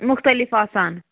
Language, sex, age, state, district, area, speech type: Kashmiri, female, 30-45, Jammu and Kashmir, Pulwama, rural, conversation